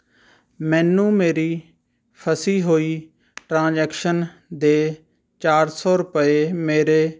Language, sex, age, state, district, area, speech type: Punjabi, male, 30-45, Punjab, Rupnagar, urban, read